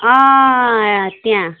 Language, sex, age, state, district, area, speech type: Nepali, female, 45-60, West Bengal, Alipurduar, urban, conversation